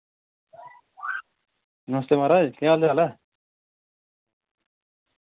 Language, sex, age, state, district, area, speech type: Dogri, male, 30-45, Jammu and Kashmir, Udhampur, rural, conversation